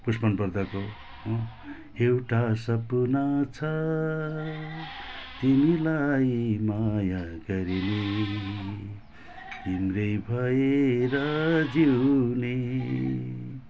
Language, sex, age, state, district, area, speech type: Nepali, male, 45-60, West Bengal, Jalpaiguri, rural, spontaneous